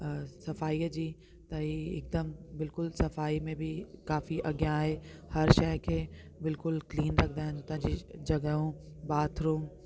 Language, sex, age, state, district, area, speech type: Sindhi, female, 30-45, Delhi, South Delhi, urban, spontaneous